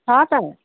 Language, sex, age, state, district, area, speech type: Nepali, female, 45-60, West Bengal, Alipurduar, rural, conversation